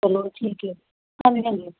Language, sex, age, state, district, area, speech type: Punjabi, female, 30-45, Punjab, Tarn Taran, urban, conversation